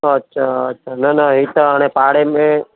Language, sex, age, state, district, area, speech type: Sindhi, male, 30-45, Gujarat, Kutch, rural, conversation